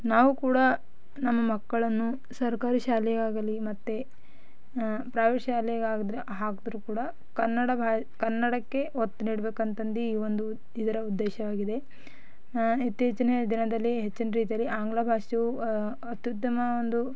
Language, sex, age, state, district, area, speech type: Kannada, female, 18-30, Karnataka, Bidar, rural, spontaneous